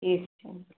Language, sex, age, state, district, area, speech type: Maithili, female, 45-60, Bihar, Sitamarhi, rural, conversation